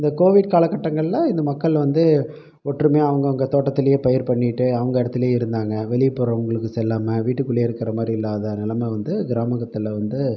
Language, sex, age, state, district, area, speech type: Tamil, male, 45-60, Tamil Nadu, Pudukkottai, rural, spontaneous